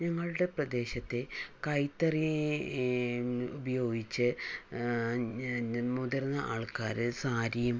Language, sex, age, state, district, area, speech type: Malayalam, female, 60+, Kerala, Palakkad, rural, spontaneous